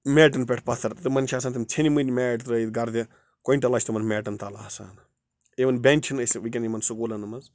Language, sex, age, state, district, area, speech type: Kashmiri, male, 30-45, Jammu and Kashmir, Bandipora, rural, spontaneous